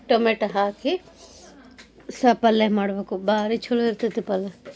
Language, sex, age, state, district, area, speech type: Kannada, female, 45-60, Karnataka, Koppal, rural, spontaneous